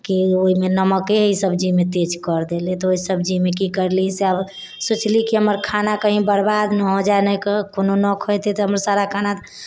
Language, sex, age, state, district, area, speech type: Maithili, female, 30-45, Bihar, Sitamarhi, rural, spontaneous